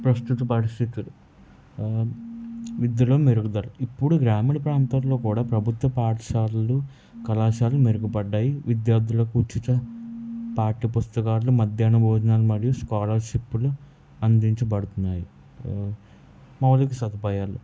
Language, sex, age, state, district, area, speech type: Telugu, male, 30-45, Telangana, Peddapalli, rural, spontaneous